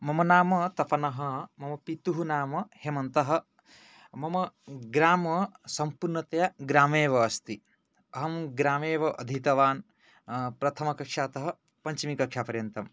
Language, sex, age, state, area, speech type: Sanskrit, male, 18-30, Odisha, rural, spontaneous